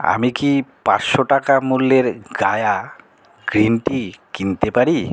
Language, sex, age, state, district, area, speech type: Bengali, male, 30-45, West Bengal, Alipurduar, rural, read